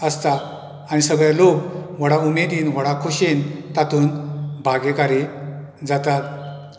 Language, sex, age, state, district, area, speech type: Goan Konkani, male, 45-60, Goa, Bardez, rural, spontaneous